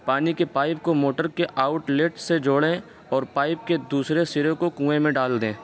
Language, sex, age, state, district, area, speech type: Urdu, male, 18-30, Uttar Pradesh, Saharanpur, urban, spontaneous